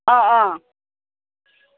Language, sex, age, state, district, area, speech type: Assamese, female, 45-60, Assam, Kamrup Metropolitan, urban, conversation